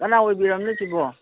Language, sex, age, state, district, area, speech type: Manipuri, female, 60+, Manipur, Imphal East, rural, conversation